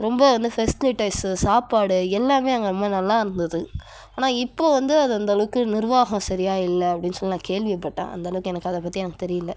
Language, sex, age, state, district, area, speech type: Tamil, female, 30-45, Tamil Nadu, Cuddalore, rural, spontaneous